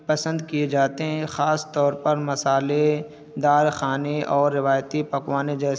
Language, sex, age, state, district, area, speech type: Urdu, male, 18-30, Uttar Pradesh, Balrampur, rural, spontaneous